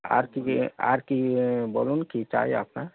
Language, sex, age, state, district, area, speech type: Bengali, male, 45-60, West Bengal, Hooghly, rural, conversation